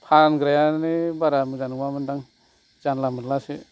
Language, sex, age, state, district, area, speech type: Bodo, male, 45-60, Assam, Kokrajhar, urban, spontaneous